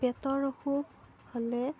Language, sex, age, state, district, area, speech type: Assamese, female, 45-60, Assam, Darrang, rural, spontaneous